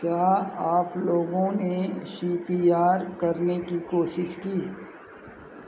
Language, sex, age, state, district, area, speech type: Hindi, male, 45-60, Uttar Pradesh, Azamgarh, rural, read